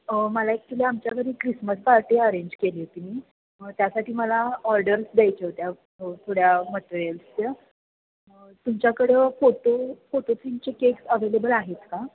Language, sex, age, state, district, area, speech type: Marathi, female, 18-30, Maharashtra, Kolhapur, urban, conversation